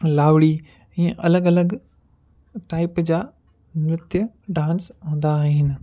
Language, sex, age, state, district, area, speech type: Sindhi, male, 30-45, Gujarat, Kutch, urban, spontaneous